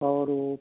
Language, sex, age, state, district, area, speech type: Hindi, male, 60+, Uttar Pradesh, Sitapur, rural, conversation